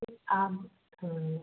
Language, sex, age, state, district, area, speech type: Hindi, female, 18-30, Madhya Pradesh, Harda, rural, conversation